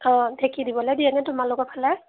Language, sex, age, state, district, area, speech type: Assamese, female, 18-30, Assam, Majuli, urban, conversation